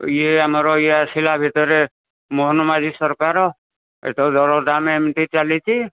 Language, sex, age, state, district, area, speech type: Odia, male, 60+, Odisha, Jharsuguda, rural, conversation